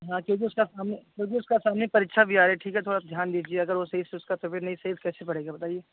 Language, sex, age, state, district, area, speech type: Hindi, male, 30-45, Uttar Pradesh, Jaunpur, urban, conversation